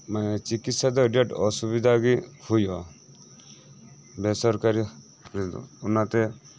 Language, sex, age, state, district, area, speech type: Santali, male, 30-45, West Bengal, Birbhum, rural, spontaneous